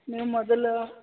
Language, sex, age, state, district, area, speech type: Kannada, male, 30-45, Karnataka, Belgaum, urban, conversation